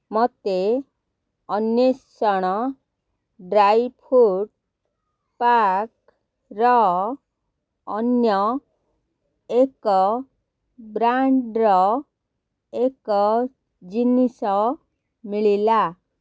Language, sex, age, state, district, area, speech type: Odia, female, 45-60, Odisha, Kendrapara, urban, read